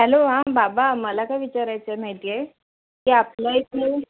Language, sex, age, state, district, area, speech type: Marathi, female, 30-45, Maharashtra, Palghar, urban, conversation